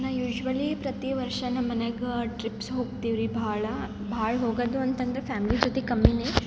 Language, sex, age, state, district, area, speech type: Kannada, female, 18-30, Karnataka, Gulbarga, urban, spontaneous